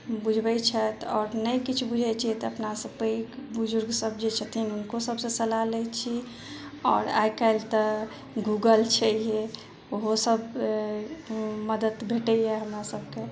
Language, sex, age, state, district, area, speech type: Maithili, female, 45-60, Bihar, Madhubani, rural, spontaneous